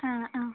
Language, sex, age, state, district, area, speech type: Malayalam, female, 18-30, Kerala, Kozhikode, urban, conversation